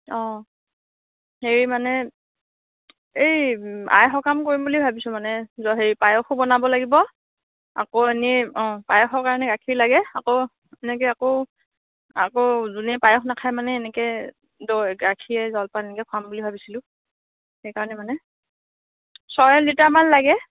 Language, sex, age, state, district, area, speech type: Assamese, female, 30-45, Assam, Dhemaji, rural, conversation